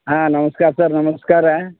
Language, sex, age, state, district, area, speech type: Kannada, male, 60+, Karnataka, Bidar, urban, conversation